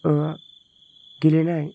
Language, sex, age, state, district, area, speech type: Bodo, male, 18-30, Assam, Chirang, urban, spontaneous